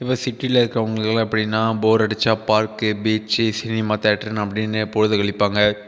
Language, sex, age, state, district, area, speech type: Tamil, male, 18-30, Tamil Nadu, Viluppuram, urban, spontaneous